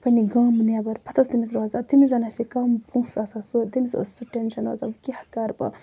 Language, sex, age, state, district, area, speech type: Kashmiri, female, 18-30, Jammu and Kashmir, Kupwara, rural, spontaneous